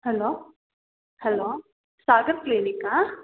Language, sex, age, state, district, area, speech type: Kannada, female, 18-30, Karnataka, Hassan, rural, conversation